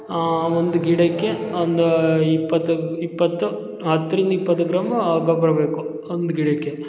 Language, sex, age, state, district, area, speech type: Kannada, male, 18-30, Karnataka, Hassan, rural, spontaneous